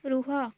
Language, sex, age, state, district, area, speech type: Odia, female, 18-30, Odisha, Jagatsinghpur, rural, read